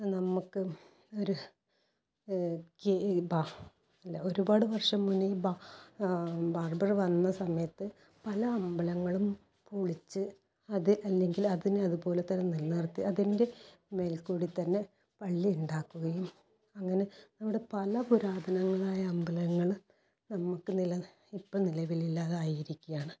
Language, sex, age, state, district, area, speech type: Malayalam, female, 45-60, Kerala, Kasaragod, rural, spontaneous